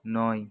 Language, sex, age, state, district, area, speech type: Bengali, male, 30-45, West Bengal, Bankura, urban, read